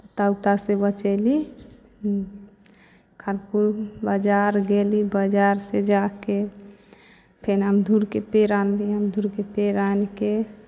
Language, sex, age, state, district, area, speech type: Maithili, female, 18-30, Bihar, Samastipur, rural, spontaneous